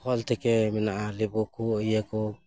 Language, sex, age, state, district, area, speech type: Santali, male, 60+, West Bengal, Paschim Bardhaman, rural, spontaneous